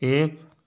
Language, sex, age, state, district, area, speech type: Hindi, male, 60+, Uttar Pradesh, Ghazipur, rural, read